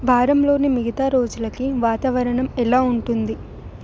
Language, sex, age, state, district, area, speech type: Telugu, female, 18-30, Telangana, Hyderabad, urban, read